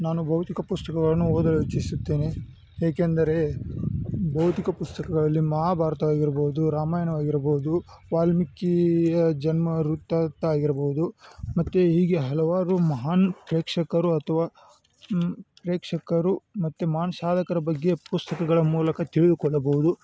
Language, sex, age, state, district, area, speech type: Kannada, male, 18-30, Karnataka, Chikkamagaluru, rural, spontaneous